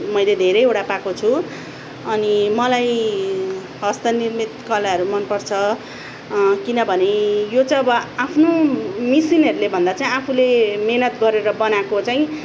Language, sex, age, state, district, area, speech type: Nepali, female, 30-45, West Bengal, Darjeeling, rural, spontaneous